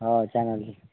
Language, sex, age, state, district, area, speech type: Marathi, male, 18-30, Maharashtra, Nanded, rural, conversation